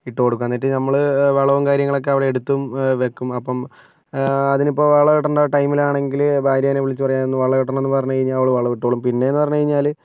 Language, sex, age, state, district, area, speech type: Malayalam, male, 18-30, Kerala, Kozhikode, urban, spontaneous